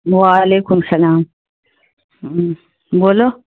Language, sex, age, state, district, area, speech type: Urdu, female, 60+, Bihar, Khagaria, rural, conversation